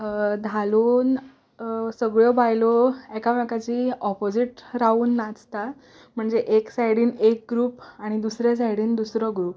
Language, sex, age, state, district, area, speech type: Goan Konkani, female, 18-30, Goa, Canacona, rural, spontaneous